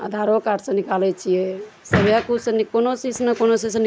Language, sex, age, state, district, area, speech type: Maithili, female, 45-60, Bihar, Araria, rural, spontaneous